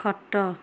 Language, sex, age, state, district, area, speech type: Odia, female, 30-45, Odisha, Kendujhar, urban, read